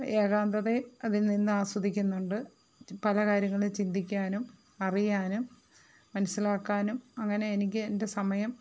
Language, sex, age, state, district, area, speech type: Malayalam, female, 45-60, Kerala, Thiruvananthapuram, urban, spontaneous